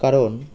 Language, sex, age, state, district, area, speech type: Bengali, male, 30-45, West Bengal, Birbhum, urban, spontaneous